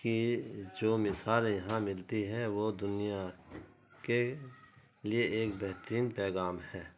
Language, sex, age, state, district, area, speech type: Urdu, male, 60+, Uttar Pradesh, Muzaffarnagar, urban, spontaneous